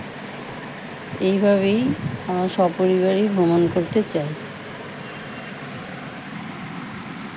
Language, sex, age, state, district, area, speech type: Bengali, female, 60+, West Bengal, Kolkata, urban, spontaneous